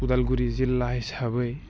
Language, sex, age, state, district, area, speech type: Bodo, male, 18-30, Assam, Udalguri, urban, spontaneous